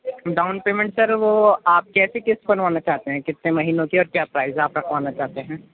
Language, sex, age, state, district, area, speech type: Urdu, male, 18-30, Uttar Pradesh, Gautam Buddha Nagar, urban, conversation